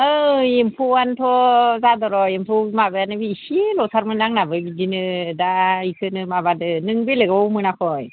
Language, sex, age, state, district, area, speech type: Bodo, female, 45-60, Assam, Baksa, rural, conversation